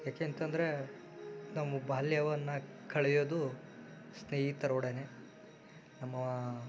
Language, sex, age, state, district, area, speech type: Kannada, male, 30-45, Karnataka, Chikkaballapur, rural, spontaneous